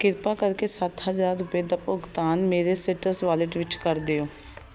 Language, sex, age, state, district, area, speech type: Punjabi, female, 30-45, Punjab, Shaheed Bhagat Singh Nagar, urban, read